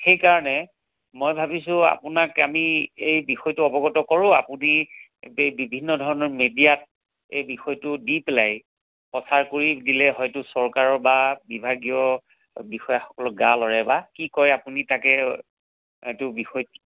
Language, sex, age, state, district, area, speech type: Assamese, male, 60+, Assam, Majuli, urban, conversation